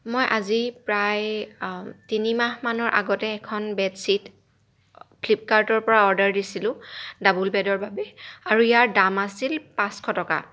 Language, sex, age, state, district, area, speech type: Assamese, female, 18-30, Assam, Lakhimpur, rural, spontaneous